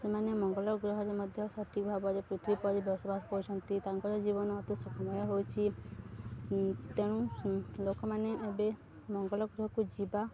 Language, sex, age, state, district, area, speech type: Odia, female, 18-30, Odisha, Subarnapur, urban, spontaneous